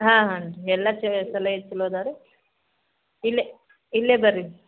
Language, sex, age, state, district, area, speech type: Kannada, female, 60+, Karnataka, Belgaum, urban, conversation